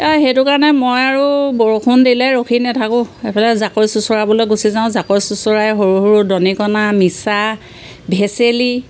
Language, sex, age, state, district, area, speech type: Assamese, female, 45-60, Assam, Sivasagar, rural, spontaneous